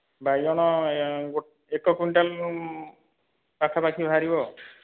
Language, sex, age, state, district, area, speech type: Odia, male, 30-45, Odisha, Dhenkanal, rural, conversation